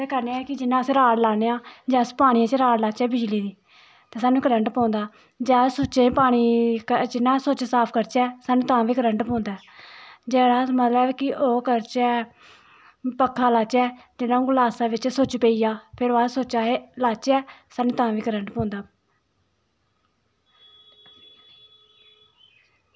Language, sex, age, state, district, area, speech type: Dogri, female, 30-45, Jammu and Kashmir, Samba, urban, spontaneous